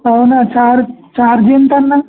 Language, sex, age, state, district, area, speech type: Telugu, male, 18-30, Telangana, Mancherial, rural, conversation